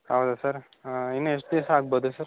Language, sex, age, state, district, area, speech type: Kannada, male, 18-30, Karnataka, Chitradurga, rural, conversation